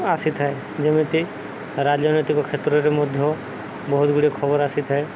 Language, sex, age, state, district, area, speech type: Odia, male, 30-45, Odisha, Subarnapur, urban, spontaneous